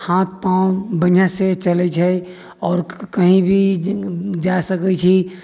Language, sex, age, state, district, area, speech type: Maithili, male, 60+, Bihar, Sitamarhi, rural, spontaneous